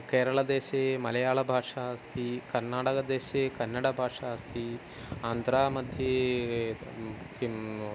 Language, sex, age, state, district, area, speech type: Sanskrit, male, 45-60, Kerala, Thiruvananthapuram, urban, spontaneous